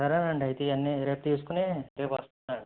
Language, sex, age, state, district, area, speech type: Telugu, male, 45-60, Andhra Pradesh, Eluru, rural, conversation